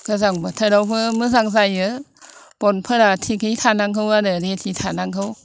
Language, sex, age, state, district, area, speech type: Bodo, female, 60+, Assam, Chirang, rural, spontaneous